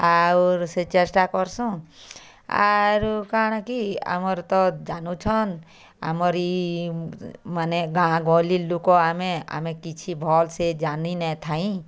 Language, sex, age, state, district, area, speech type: Odia, female, 60+, Odisha, Bargarh, rural, spontaneous